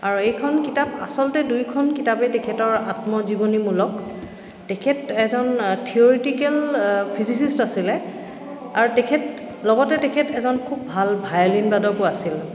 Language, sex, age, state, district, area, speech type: Assamese, female, 45-60, Assam, Tinsukia, rural, spontaneous